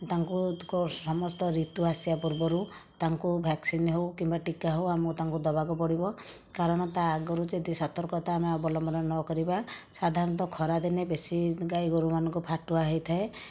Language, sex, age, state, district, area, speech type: Odia, female, 60+, Odisha, Jajpur, rural, spontaneous